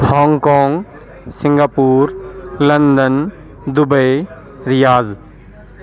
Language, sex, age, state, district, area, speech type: Urdu, male, 18-30, Delhi, South Delhi, urban, spontaneous